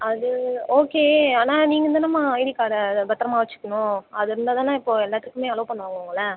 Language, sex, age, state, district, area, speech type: Tamil, female, 18-30, Tamil Nadu, Viluppuram, urban, conversation